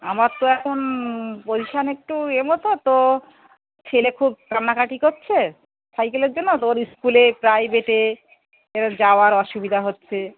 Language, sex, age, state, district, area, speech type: Bengali, female, 45-60, West Bengal, Darjeeling, urban, conversation